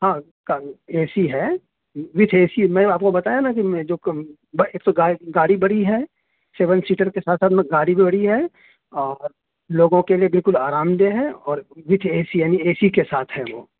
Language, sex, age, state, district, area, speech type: Urdu, male, 30-45, Uttar Pradesh, Gautam Buddha Nagar, urban, conversation